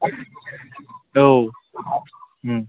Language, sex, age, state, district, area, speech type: Bodo, male, 18-30, Assam, Udalguri, urban, conversation